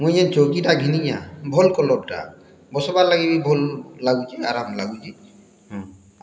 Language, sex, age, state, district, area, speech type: Odia, male, 60+, Odisha, Boudh, rural, spontaneous